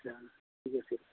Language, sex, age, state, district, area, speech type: Assamese, male, 60+, Assam, Udalguri, rural, conversation